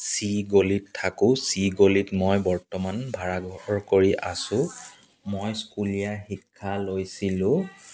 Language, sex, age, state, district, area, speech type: Assamese, male, 30-45, Assam, Dibrugarh, rural, spontaneous